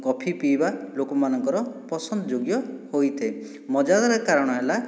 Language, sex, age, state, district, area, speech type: Odia, male, 60+, Odisha, Boudh, rural, spontaneous